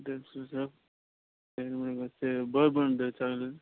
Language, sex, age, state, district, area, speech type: Tamil, male, 18-30, Tamil Nadu, Ranipet, rural, conversation